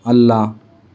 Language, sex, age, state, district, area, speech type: Kannada, male, 30-45, Karnataka, Davanagere, rural, read